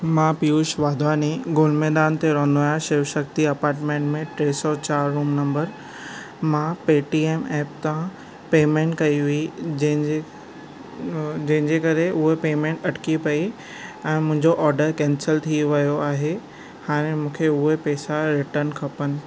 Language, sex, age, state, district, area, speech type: Sindhi, male, 18-30, Maharashtra, Thane, urban, spontaneous